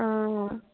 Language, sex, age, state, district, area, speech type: Assamese, female, 45-60, Assam, Charaideo, urban, conversation